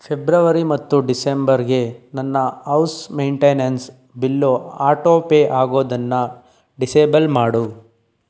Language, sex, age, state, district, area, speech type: Kannada, male, 18-30, Karnataka, Tumkur, urban, read